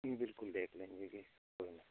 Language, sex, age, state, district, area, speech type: Hindi, male, 18-30, Rajasthan, Nagaur, rural, conversation